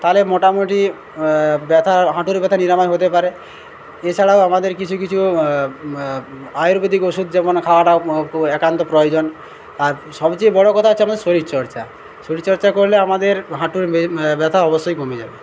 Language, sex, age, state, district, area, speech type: Bengali, male, 18-30, West Bengal, Paschim Medinipur, rural, spontaneous